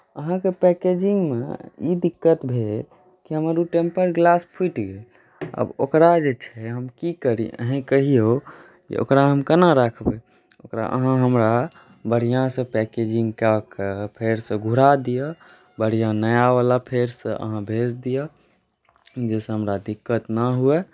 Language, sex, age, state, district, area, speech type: Maithili, other, 18-30, Bihar, Saharsa, rural, spontaneous